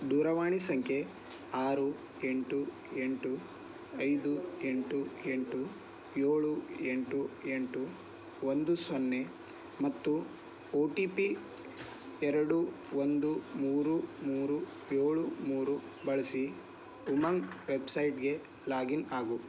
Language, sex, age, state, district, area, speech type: Kannada, male, 18-30, Karnataka, Bidar, urban, read